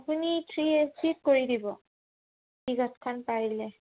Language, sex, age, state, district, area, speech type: Assamese, female, 18-30, Assam, Udalguri, rural, conversation